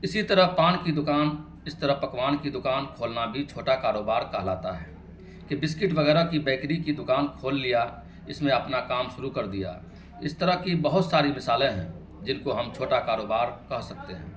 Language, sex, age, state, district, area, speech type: Urdu, male, 45-60, Bihar, Araria, rural, spontaneous